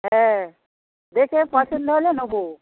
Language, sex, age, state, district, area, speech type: Bengali, female, 60+, West Bengal, Hooghly, rural, conversation